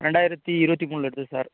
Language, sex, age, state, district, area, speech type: Tamil, male, 45-60, Tamil Nadu, Ariyalur, rural, conversation